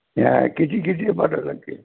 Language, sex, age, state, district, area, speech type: Marathi, male, 60+, Maharashtra, Nanded, rural, conversation